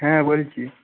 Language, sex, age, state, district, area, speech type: Bengali, male, 45-60, West Bengal, Nadia, rural, conversation